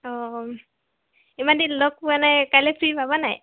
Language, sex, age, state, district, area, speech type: Assamese, female, 30-45, Assam, Tinsukia, rural, conversation